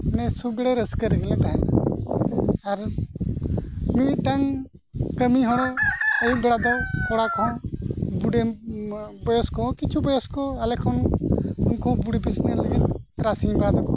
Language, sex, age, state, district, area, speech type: Santali, male, 45-60, Odisha, Mayurbhanj, rural, spontaneous